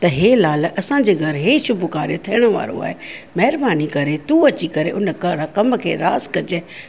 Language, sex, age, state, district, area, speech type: Sindhi, female, 45-60, Maharashtra, Thane, urban, spontaneous